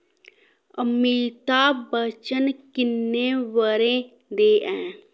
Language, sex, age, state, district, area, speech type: Dogri, female, 30-45, Jammu and Kashmir, Samba, urban, read